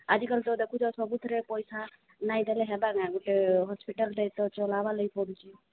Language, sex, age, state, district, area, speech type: Odia, female, 45-60, Odisha, Sambalpur, rural, conversation